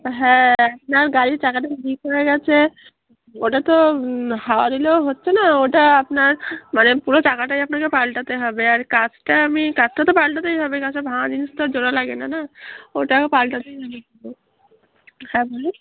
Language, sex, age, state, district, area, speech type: Bengali, female, 18-30, West Bengal, Darjeeling, urban, conversation